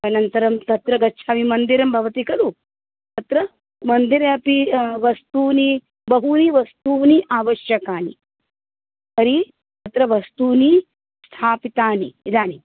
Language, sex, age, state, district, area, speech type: Sanskrit, female, 45-60, Maharashtra, Nagpur, urban, conversation